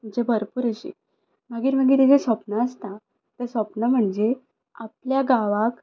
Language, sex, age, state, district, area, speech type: Goan Konkani, female, 18-30, Goa, Ponda, rural, spontaneous